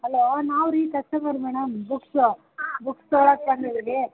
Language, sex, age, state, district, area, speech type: Kannada, female, 45-60, Karnataka, Bellary, rural, conversation